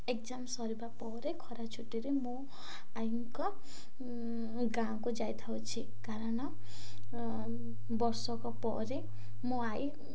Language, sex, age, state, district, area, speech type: Odia, female, 18-30, Odisha, Ganjam, urban, spontaneous